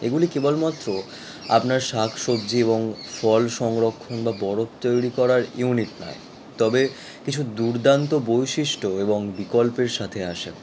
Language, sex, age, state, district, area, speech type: Bengali, male, 18-30, West Bengal, Howrah, urban, spontaneous